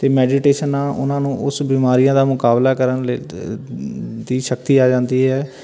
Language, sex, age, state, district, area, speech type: Punjabi, male, 30-45, Punjab, Shaheed Bhagat Singh Nagar, rural, spontaneous